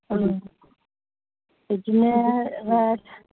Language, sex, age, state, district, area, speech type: Bodo, female, 30-45, Assam, Baksa, rural, conversation